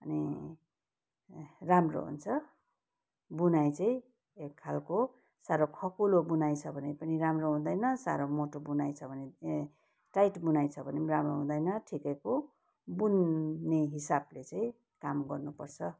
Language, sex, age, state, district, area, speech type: Nepali, female, 45-60, West Bengal, Kalimpong, rural, spontaneous